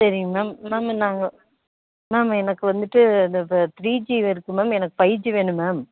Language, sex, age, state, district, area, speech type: Tamil, female, 45-60, Tamil Nadu, Nilgiris, rural, conversation